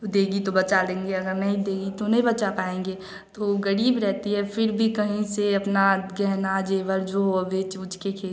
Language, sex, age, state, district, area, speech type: Hindi, female, 18-30, Bihar, Samastipur, rural, spontaneous